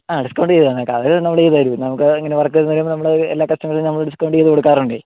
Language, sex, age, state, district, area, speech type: Malayalam, male, 30-45, Kerala, Idukki, rural, conversation